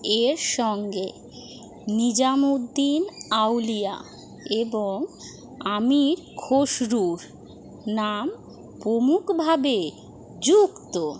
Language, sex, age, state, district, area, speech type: Bengali, female, 30-45, West Bengal, North 24 Parganas, urban, read